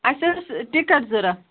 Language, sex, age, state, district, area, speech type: Kashmiri, female, 30-45, Jammu and Kashmir, Ganderbal, rural, conversation